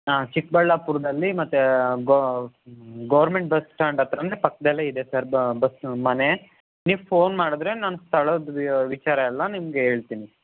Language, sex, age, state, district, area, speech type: Kannada, male, 18-30, Karnataka, Chikkaballapur, urban, conversation